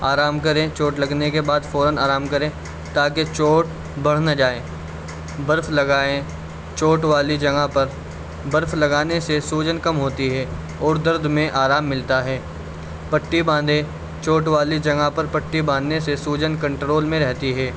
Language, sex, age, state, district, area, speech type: Urdu, male, 18-30, Delhi, Central Delhi, urban, spontaneous